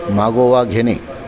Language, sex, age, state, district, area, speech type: Marathi, male, 45-60, Maharashtra, Sindhudurg, rural, read